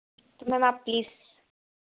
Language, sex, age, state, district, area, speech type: Hindi, female, 18-30, Madhya Pradesh, Ujjain, urban, conversation